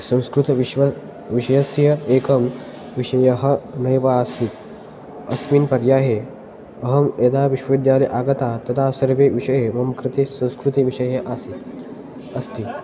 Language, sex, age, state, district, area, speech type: Sanskrit, male, 18-30, Maharashtra, Osmanabad, rural, spontaneous